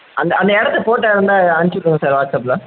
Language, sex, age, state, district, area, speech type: Tamil, male, 18-30, Tamil Nadu, Madurai, urban, conversation